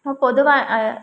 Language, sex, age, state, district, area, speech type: Malayalam, female, 18-30, Kerala, Palakkad, rural, spontaneous